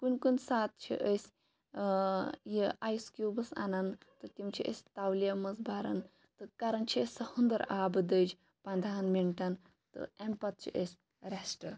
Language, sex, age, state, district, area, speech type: Kashmiri, female, 18-30, Jammu and Kashmir, Shopian, rural, spontaneous